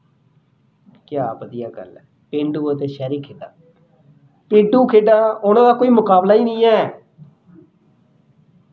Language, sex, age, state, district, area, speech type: Punjabi, male, 30-45, Punjab, Rupnagar, rural, spontaneous